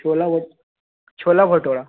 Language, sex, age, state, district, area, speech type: Hindi, male, 30-45, Bihar, Vaishali, rural, conversation